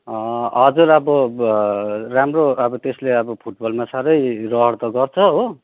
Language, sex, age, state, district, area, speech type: Nepali, male, 30-45, West Bengal, Darjeeling, rural, conversation